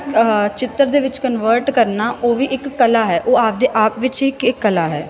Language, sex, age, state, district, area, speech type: Punjabi, female, 18-30, Punjab, Firozpur, urban, spontaneous